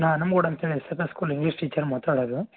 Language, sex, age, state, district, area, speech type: Kannada, male, 18-30, Karnataka, Koppal, rural, conversation